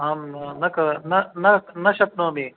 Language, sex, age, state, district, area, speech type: Sanskrit, male, 60+, Telangana, Hyderabad, urban, conversation